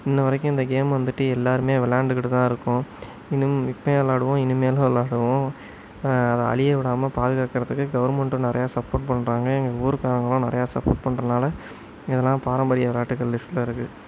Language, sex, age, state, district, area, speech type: Tamil, male, 18-30, Tamil Nadu, Sivaganga, rural, spontaneous